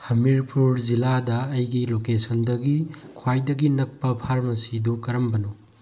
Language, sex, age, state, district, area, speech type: Manipuri, male, 18-30, Manipur, Bishnupur, rural, read